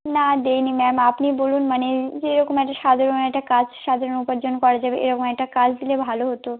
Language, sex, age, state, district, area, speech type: Bengali, female, 18-30, West Bengal, Birbhum, urban, conversation